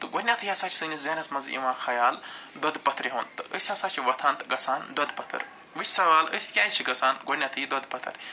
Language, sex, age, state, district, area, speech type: Kashmiri, male, 45-60, Jammu and Kashmir, Budgam, urban, spontaneous